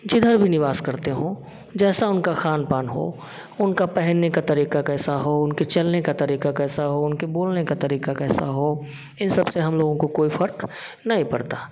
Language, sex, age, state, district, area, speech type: Hindi, male, 30-45, Bihar, Samastipur, urban, spontaneous